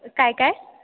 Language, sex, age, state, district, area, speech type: Marathi, female, 18-30, Maharashtra, Ahmednagar, urban, conversation